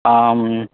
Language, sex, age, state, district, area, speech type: Kannada, male, 18-30, Karnataka, Tumkur, urban, conversation